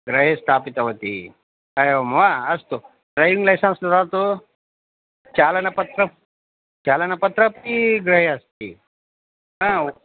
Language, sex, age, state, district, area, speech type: Sanskrit, male, 45-60, Karnataka, Vijayapura, urban, conversation